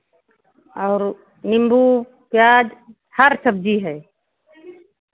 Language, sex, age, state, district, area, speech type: Hindi, female, 60+, Uttar Pradesh, Sitapur, rural, conversation